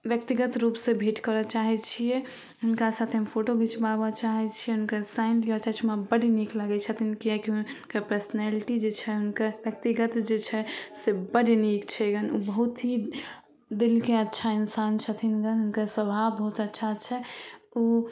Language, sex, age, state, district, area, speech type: Maithili, female, 18-30, Bihar, Samastipur, urban, spontaneous